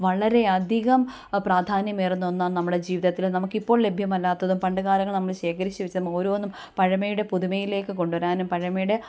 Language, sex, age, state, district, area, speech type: Malayalam, female, 30-45, Kerala, Kottayam, rural, spontaneous